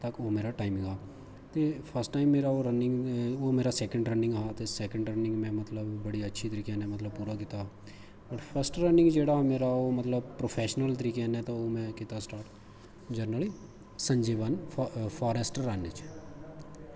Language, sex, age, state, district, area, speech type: Dogri, male, 30-45, Jammu and Kashmir, Kathua, rural, spontaneous